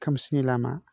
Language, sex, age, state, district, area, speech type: Bodo, male, 30-45, Assam, Baksa, urban, spontaneous